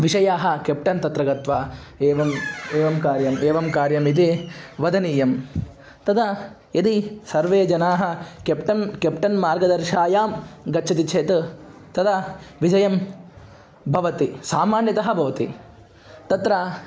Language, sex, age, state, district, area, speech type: Sanskrit, male, 18-30, Andhra Pradesh, Kadapa, urban, spontaneous